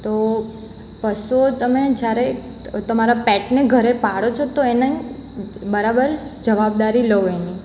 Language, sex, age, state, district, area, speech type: Gujarati, female, 18-30, Gujarat, Surat, rural, spontaneous